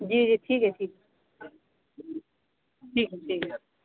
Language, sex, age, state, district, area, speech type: Urdu, female, 18-30, Bihar, Saharsa, rural, conversation